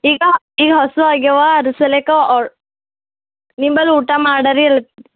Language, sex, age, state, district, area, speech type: Kannada, female, 18-30, Karnataka, Bidar, urban, conversation